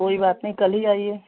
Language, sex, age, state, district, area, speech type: Hindi, female, 30-45, Uttar Pradesh, Chandauli, rural, conversation